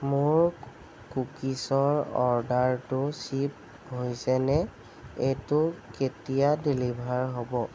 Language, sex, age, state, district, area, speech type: Assamese, male, 18-30, Assam, Sonitpur, urban, read